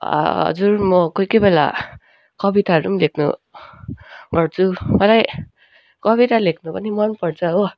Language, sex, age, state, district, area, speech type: Nepali, male, 18-30, West Bengal, Darjeeling, rural, spontaneous